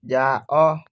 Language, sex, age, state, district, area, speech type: Odia, male, 18-30, Odisha, Kalahandi, rural, read